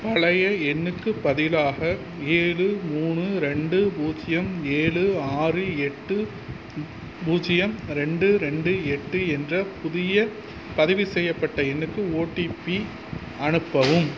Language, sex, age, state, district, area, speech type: Tamil, male, 45-60, Tamil Nadu, Pudukkottai, rural, read